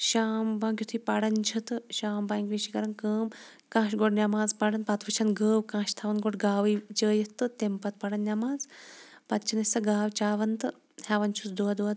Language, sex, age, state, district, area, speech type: Kashmiri, female, 18-30, Jammu and Kashmir, Kulgam, rural, spontaneous